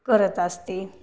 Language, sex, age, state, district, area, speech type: Marathi, female, 45-60, Maharashtra, Hingoli, urban, spontaneous